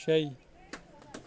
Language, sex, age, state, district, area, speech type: Kashmiri, male, 30-45, Jammu and Kashmir, Kupwara, rural, read